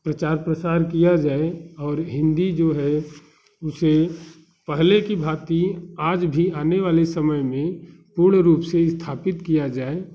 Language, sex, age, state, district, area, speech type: Hindi, male, 30-45, Uttar Pradesh, Bhadohi, urban, spontaneous